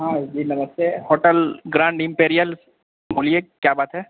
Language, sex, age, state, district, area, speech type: Maithili, male, 18-30, Bihar, Purnia, urban, conversation